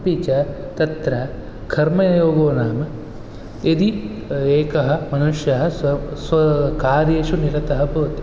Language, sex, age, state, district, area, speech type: Sanskrit, male, 18-30, Karnataka, Bangalore Urban, urban, spontaneous